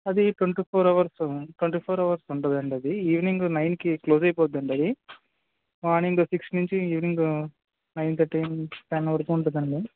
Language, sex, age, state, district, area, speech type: Telugu, male, 18-30, Andhra Pradesh, Anakapalli, rural, conversation